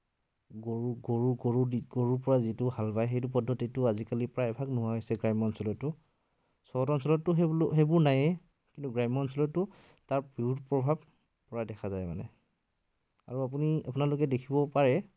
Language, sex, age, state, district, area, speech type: Assamese, male, 30-45, Assam, Dhemaji, rural, spontaneous